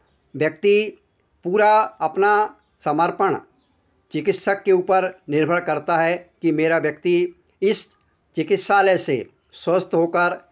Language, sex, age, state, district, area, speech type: Hindi, male, 60+, Madhya Pradesh, Hoshangabad, urban, spontaneous